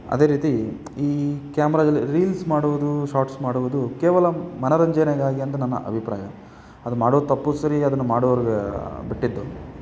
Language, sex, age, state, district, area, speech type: Kannada, male, 30-45, Karnataka, Chikkaballapur, urban, spontaneous